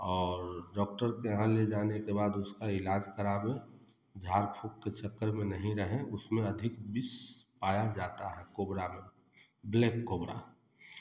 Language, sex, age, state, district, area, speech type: Hindi, male, 30-45, Bihar, Samastipur, rural, spontaneous